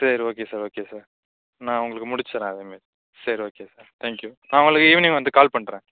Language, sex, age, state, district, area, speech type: Tamil, male, 18-30, Tamil Nadu, Nagapattinam, rural, conversation